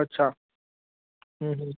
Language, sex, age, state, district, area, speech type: Sindhi, male, 18-30, Gujarat, Kutch, rural, conversation